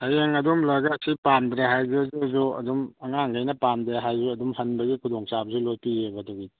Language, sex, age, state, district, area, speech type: Manipuri, male, 45-60, Manipur, Imphal East, rural, conversation